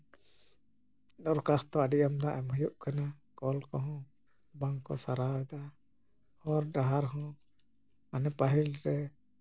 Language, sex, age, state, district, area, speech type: Santali, male, 45-60, West Bengal, Jhargram, rural, spontaneous